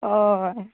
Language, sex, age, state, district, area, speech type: Goan Konkani, female, 18-30, Goa, Ponda, rural, conversation